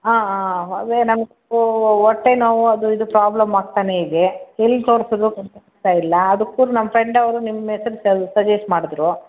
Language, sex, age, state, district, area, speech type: Kannada, female, 30-45, Karnataka, Bangalore Rural, urban, conversation